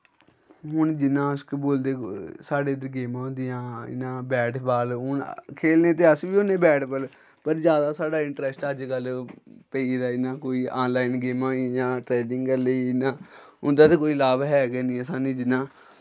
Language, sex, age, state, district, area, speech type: Dogri, male, 18-30, Jammu and Kashmir, Samba, rural, spontaneous